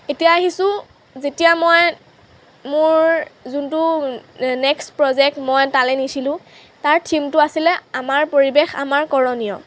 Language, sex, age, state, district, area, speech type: Assamese, female, 18-30, Assam, Lakhimpur, rural, spontaneous